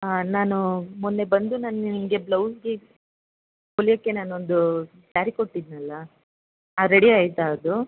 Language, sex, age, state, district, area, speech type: Kannada, female, 30-45, Karnataka, Bangalore Urban, urban, conversation